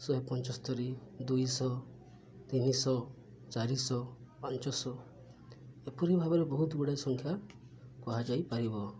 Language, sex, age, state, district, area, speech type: Odia, male, 18-30, Odisha, Subarnapur, urban, spontaneous